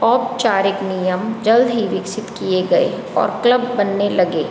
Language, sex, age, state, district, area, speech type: Hindi, female, 60+, Rajasthan, Jodhpur, urban, read